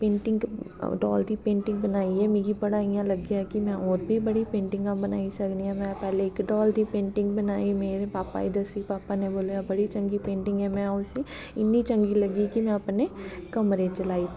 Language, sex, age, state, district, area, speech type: Dogri, female, 18-30, Jammu and Kashmir, Kathua, urban, spontaneous